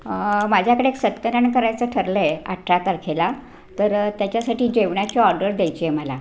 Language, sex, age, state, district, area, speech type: Marathi, female, 60+, Maharashtra, Sangli, urban, spontaneous